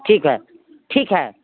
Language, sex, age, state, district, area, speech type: Hindi, female, 60+, Bihar, Muzaffarpur, rural, conversation